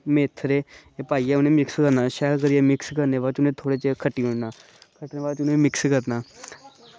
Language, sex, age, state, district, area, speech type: Dogri, male, 18-30, Jammu and Kashmir, Kathua, rural, spontaneous